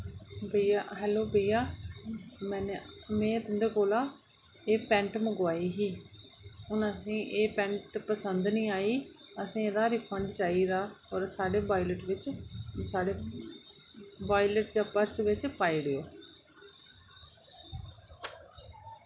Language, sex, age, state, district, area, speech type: Dogri, female, 30-45, Jammu and Kashmir, Reasi, rural, spontaneous